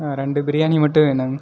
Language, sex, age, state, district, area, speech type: Tamil, male, 18-30, Tamil Nadu, Erode, rural, spontaneous